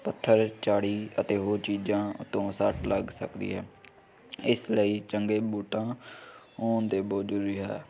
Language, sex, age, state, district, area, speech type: Punjabi, male, 18-30, Punjab, Hoshiarpur, rural, spontaneous